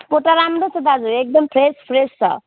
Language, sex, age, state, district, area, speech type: Nepali, female, 30-45, West Bengal, Jalpaiguri, rural, conversation